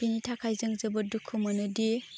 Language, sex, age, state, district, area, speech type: Bodo, female, 18-30, Assam, Baksa, rural, spontaneous